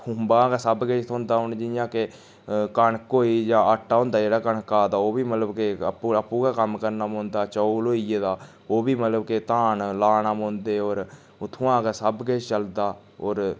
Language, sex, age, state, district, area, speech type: Dogri, male, 30-45, Jammu and Kashmir, Udhampur, rural, spontaneous